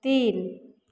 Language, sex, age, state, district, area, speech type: Maithili, female, 30-45, Bihar, Begusarai, rural, read